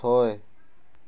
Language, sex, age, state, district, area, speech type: Assamese, male, 45-60, Assam, Tinsukia, rural, read